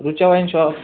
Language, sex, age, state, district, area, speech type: Marathi, male, 18-30, Maharashtra, Buldhana, urban, conversation